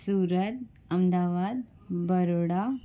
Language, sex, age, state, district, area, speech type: Sindhi, female, 18-30, Gujarat, Surat, urban, spontaneous